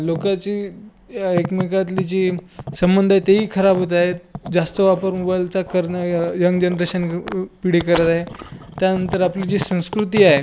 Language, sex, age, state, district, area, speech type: Marathi, male, 18-30, Maharashtra, Washim, urban, spontaneous